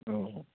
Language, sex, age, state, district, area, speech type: Bodo, male, 18-30, Assam, Chirang, rural, conversation